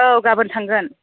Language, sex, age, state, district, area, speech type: Bodo, female, 30-45, Assam, Chirang, rural, conversation